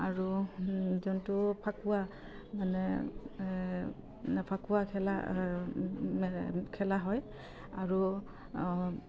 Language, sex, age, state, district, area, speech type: Assamese, female, 30-45, Assam, Udalguri, rural, spontaneous